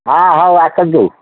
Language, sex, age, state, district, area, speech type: Odia, male, 60+, Odisha, Gajapati, rural, conversation